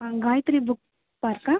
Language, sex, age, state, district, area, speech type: Tamil, female, 18-30, Tamil Nadu, Viluppuram, rural, conversation